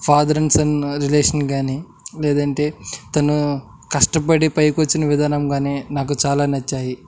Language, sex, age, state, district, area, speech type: Telugu, male, 18-30, Andhra Pradesh, Krishna, rural, spontaneous